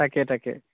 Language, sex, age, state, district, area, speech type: Assamese, male, 18-30, Assam, Charaideo, rural, conversation